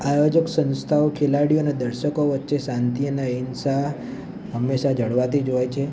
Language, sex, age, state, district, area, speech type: Gujarati, male, 18-30, Gujarat, Ahmedabad, urban, spontaneous